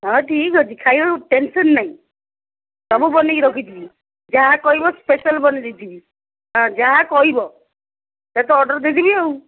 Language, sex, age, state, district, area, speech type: Odia, female, 45-60, Odisha, Ganjam, urban, conversation